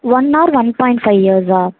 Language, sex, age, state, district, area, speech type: Tamil, female, 18-30, Tamil Nadu, Sivaganga, rural, conversation